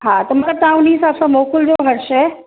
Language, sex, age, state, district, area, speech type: Sindhi, female, 30-45, Uttar Pradesh, Lucknow, urban, conversation